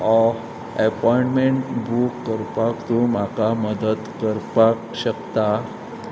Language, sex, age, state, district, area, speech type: Goan Konkani, male, 45-60, Goa, Pernem, rural, read